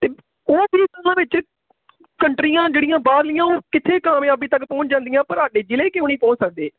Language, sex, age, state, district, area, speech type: Punjabi, female, 18-30, Punjab, Tarn Taran, urban, conversation